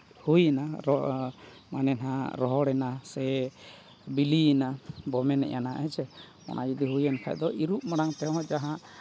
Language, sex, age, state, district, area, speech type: Santali, male, 30-45, Jharkhand, Seraikela Kharsawan, rural, spontaneous